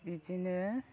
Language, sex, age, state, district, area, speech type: Bodo, female, 30-45, Assam, Chirang, rural, spontaneous